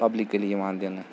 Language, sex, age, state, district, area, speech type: Kashmiri, male, 18-30, Jammu and Kashmir, Srinagar, urban, spontaneous